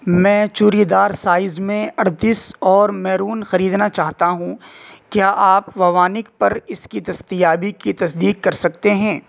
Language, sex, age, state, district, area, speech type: Urdu, male, 18-30, Uttar Pradesh, Saharanpur, urban, read